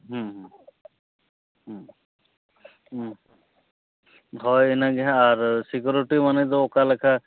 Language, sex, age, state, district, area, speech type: Santali, male, 30-45, Jharkhand, East Singhbhum, rural, conversation